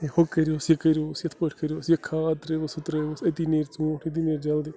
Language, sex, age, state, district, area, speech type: Kashmiri, male, 30-45, Jammu and Kashmir, Bandipora, rural, spontaneous